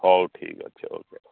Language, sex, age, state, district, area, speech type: Odia, male, 45-60, Odisha, Koraput, rural, conversation